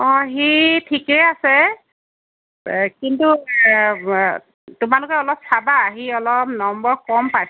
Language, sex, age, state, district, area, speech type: Assamese, female, 30-45, Assam, Dhemaji, rural, conversation